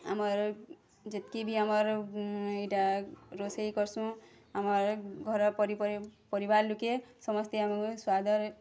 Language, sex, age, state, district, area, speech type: Odia, female, 30-45, Odisha, Bargarh, urban, spontaneous